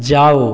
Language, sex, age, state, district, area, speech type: Hindi, male, 30-45, Bihar, Samastipur, rural, read